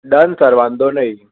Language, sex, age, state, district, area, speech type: Gujarati, male, 18-30, Gujarat, Anand, urban, conversation